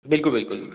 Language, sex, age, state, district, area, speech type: Hindi, male, 18-30, Madhya Pradesh, Indore, urban, conversation